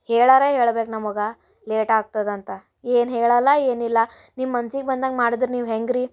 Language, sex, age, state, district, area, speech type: Kannada, female, 18-30, Karnataka, Gulbarga, urban, spontaneous